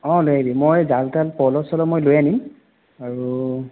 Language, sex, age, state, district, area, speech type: Assamese, male, 18-30, Assam, Nagaon, rural, conversation